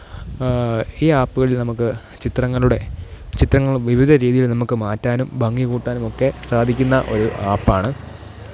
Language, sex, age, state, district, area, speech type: Malayalam, male, 18-30, Kerala, Thiruvananthapuram, rural, spontaneous